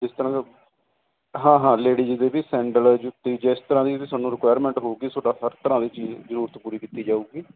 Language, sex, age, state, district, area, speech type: Punjabi, male, 30-45, Punjab, Barnala, rural, conversation